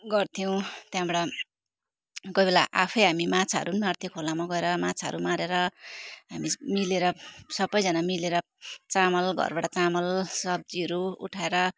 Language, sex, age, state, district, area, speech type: Nepali, female, 45-60, West Bengal, Darjeeling, rural, spontaneous